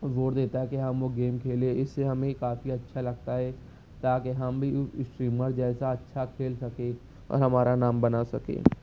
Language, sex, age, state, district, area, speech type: Urdu, male, 18-30, Maharashtra, Nashik, urban, spontaneous